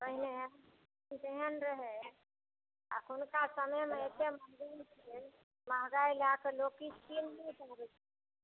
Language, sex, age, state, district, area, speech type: Maithili, female, 45-60, Bihar, Darbhanga, rural, conversation